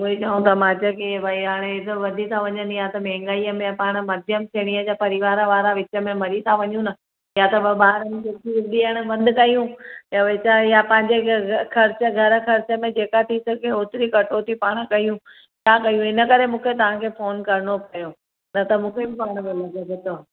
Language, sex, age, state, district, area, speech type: Sindhi, female, 45-60, Gujarat, Surat, urban, conversation